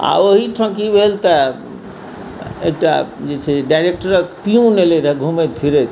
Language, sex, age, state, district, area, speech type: Maithili, male, 45-60, Bihar, Saharsa, urban, spontaneous